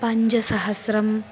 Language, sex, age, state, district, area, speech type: Sanskrit, female, 18-30, Kerala, Palakkad, rural, spontaneous